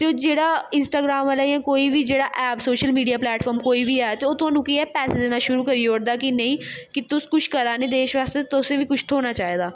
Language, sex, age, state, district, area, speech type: Dogri, female, 18-30, Jammu and Kashmir, Jammu, urban, spontaneous